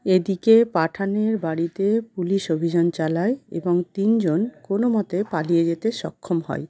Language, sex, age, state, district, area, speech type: Bengali, female, 45-60, West Bengal, Howrah, urban, read